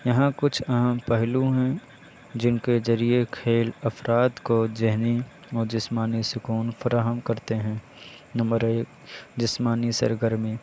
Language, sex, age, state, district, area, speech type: Urdu, male, 18-30, Uttar Pradesh, Balrampur, rural, spontaneous